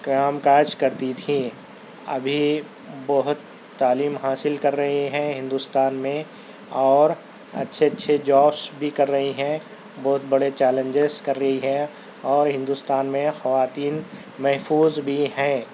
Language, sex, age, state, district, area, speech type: Urdu, male, 30-45, Telangana, Hyderabad, urban, spontaneous